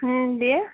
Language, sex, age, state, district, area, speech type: Bengali, female, 18-30, West Bengal, Purba Bardhaman, urban, conversation